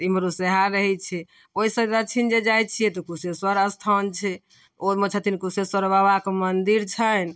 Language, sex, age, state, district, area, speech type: Maithili, female, 45-60, Bihar, Darbhanga, urban, spontaneous